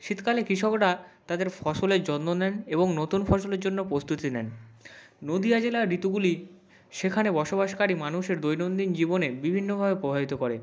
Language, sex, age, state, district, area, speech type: Bengali, male, 45-60, West Bengal, Nadia, rural, spontaneous